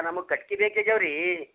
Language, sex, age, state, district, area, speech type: Kannada, male, 60+, Karnataka, Bidar, rural, conversation